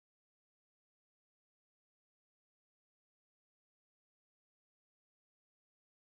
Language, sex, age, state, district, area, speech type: Hindi, female, 18-30, Madhya Pradesh, Balaghat, rural, conversation